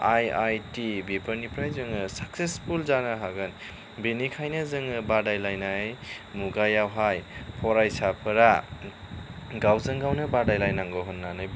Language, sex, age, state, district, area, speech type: Bodo, male, 30-45, Assam, Chirang, rural, spontaneous